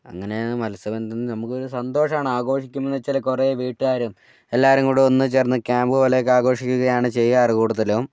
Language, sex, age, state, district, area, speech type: Malayalam, male, 30-45, Kerala, Wayanad, rural, spontaneous